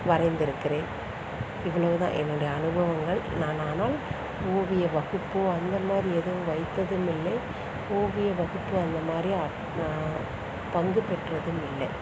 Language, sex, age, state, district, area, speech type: Tamil, female, 30-45, Tamil Nadu, Perambalur, rural, spontaneous